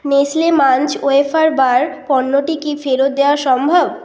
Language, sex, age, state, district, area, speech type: Bengali, female, 18-30, West Bengal, Bankura, urban, read